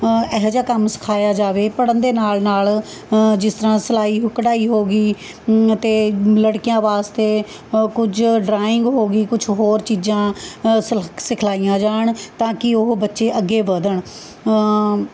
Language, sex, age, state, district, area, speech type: Punjabi, female, 45-60, Punjab, Mohali, urban, spontaneous